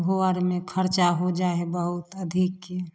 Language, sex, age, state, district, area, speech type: Maithili, female, 45-60, Bihar, Samastipur, rural, spontaneous